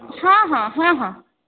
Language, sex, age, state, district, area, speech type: Odia, female, 30-45, Odisha, Bhadrak, rural, conversation